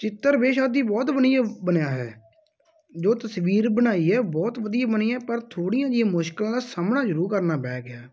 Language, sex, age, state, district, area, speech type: Punjabi, male, 18-30, Punjab, Muktsar, rural, spontaneous